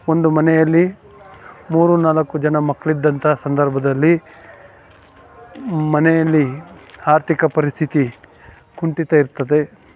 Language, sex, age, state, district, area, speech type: Kannada, male, 45-60, Karnataka, Chikkamagaluru, rural, spontaneous